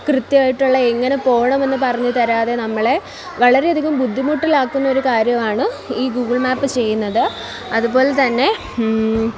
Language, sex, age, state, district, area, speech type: Malayalam, female, 18-30, Kerala, Kollam, rural, spontaneous